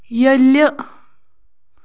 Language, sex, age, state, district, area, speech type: Kashmiri, female, 30-45, Jammu and Kashmir, Bandipora, rural, read